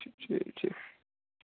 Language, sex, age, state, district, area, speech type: Dogri, male, 18-30, Jammu and Kashmir, Samba, rural, conversation